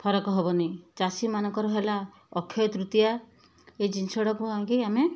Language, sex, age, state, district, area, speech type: Odia, female, 60+, Odisha, Kendujhar, urban, spontaneous